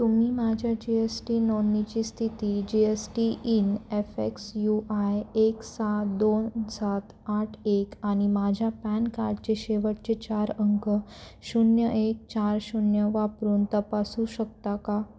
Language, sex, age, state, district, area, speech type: Marathi, female, 18-30, Maharashtra, Nashik, urban, read